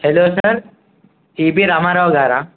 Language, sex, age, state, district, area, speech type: Telugu, male, 18-30, Telangana, Adilabad, rural, conversation